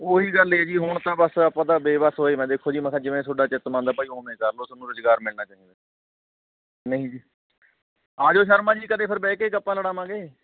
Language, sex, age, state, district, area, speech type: Punjabi, male, 30-45, Punjab, Barnala, rural, conversation